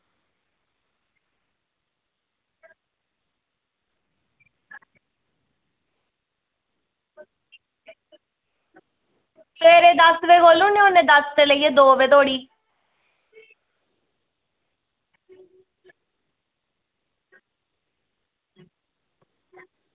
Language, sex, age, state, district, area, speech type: Dogri, female, 45-60, Jammu and Kashmir, Udhampur, rural, conversation